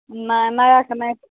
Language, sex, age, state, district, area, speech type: Maithili, female, 18-30, Bihar, Madhepura, rural, conversation